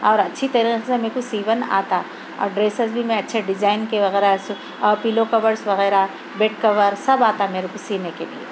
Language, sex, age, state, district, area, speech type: Urdu, female, 45-60, Telangana, Hyderabad, urban, spontaneous